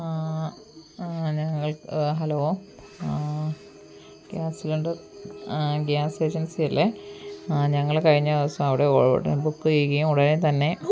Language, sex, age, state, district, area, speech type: Malayalam, female, 30-45, Kerala, Kollam, rural, spontaneous